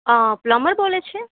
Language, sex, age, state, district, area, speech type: Gujarati, female, 30-45, Gujarat, Ahmedabad, urban, conversation